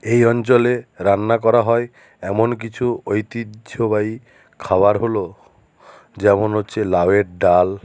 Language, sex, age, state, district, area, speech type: Bengali, male, 60+, West Bengal, Jhargram, rural, spontaneous